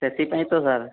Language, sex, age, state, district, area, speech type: Odia, male, 45-60, Odisha, Boudh, rural, conversation